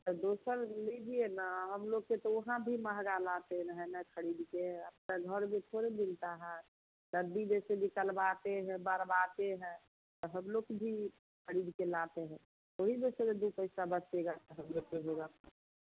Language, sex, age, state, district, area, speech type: Hindi, female, 45-60, Bihar, Samastipur, rural, conversation